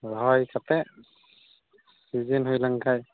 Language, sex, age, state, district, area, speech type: Santali, male, 18-30, West Bengal, Uttar Dinajpur, rural, conversation